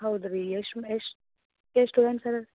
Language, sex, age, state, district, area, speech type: Kannada, female, 18-30, Karnataka, Gulbarga, urban, conversation